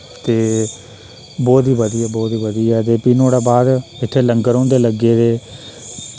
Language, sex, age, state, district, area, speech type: Dogri, male, 30-45, Jammu and Kashmir, Reasi, rural, spontaneous